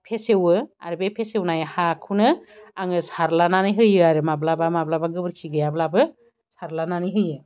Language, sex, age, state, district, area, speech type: Bodo, female, 45-60, Assam, Chirang, rural, spontaneous